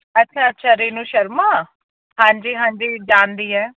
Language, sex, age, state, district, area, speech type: Punjabi, female, 30-45, Punjab, Patiala, urban, conversation